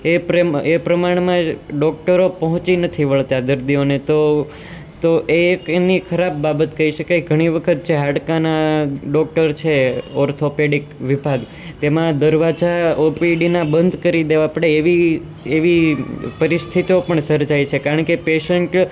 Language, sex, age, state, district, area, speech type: Gujarati, male, 18-30, Gujarat, Surat, urban, spontaneous